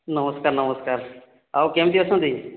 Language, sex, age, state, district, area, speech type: Odia, male, 18-30, Odisha, Boudh, rural, conversation